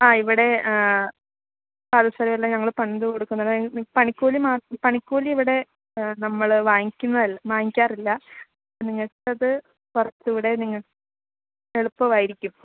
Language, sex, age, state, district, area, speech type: Malayalam, female, 30-45, Kerala, Idukki, rural, conversation